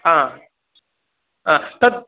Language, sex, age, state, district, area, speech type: Sanskrit, male, 18-30, Tamil Nadu, Chennai, rural, conversation